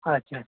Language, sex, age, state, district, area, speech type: Kashmiri, male, 30-45, Jammu and Kashmir, Srinagar, urban, conversation